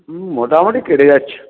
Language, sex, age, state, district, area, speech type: Bengali, male, 60+, West Bengal, Purulia, rural, conversation